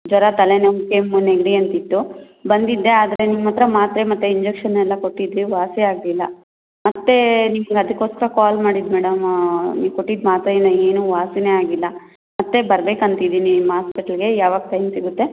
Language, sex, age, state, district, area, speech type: Kannada, female, 18-30, Karnataka, Kolar, rural, conversation